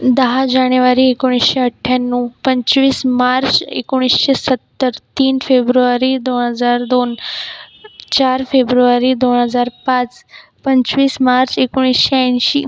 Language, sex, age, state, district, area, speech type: Marathi, female, 18-30, Maharashtra, Buldhana, rural, spontaneous